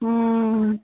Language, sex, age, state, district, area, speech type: Tamil, female, 30-45, Tamil Nadu, Namakkal, rural, conversation